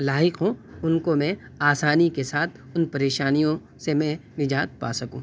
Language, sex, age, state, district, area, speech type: Urdu, male, 18-30, Delhi, North West Delhi, urban, spontaneous